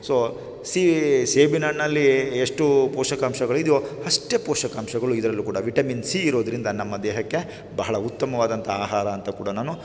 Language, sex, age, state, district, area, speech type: Kannada, male, 45-60, Karnataka, Chamarajanagar, rural, spontaneous